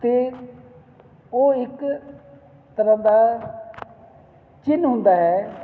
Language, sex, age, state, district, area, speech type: Punjabi, male, 45-60, Punjab, Jalandhar, urban, spontaneous